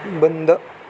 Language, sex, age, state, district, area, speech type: Marathi, male, 18-30, Maharashtra, Sindhudurg, rural, read